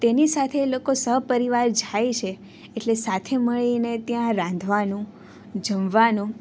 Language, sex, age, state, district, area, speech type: Gujarati, female, 18-30, Gujarat, Surat, rural, spontaneous